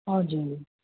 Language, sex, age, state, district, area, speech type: Nepali, female, 30-45, West Bengal, Darjeeling, rural, conversation